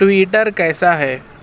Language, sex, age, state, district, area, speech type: Urdu, male, 18-30, Maharashtra, Nashik, urban, read